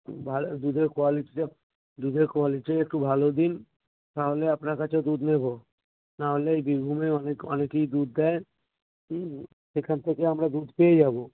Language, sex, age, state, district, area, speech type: Bengali, male, 45-60, West Bengal, Birbhum, urban, conversation